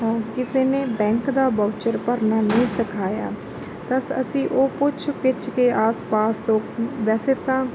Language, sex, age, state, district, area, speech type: Punjabi, female, 30-45, Punjab, Bathinda, rural, spontaneous